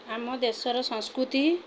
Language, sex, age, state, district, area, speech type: Odia, female, 30-45, Odisha, Kendrapara, urban, spontaneous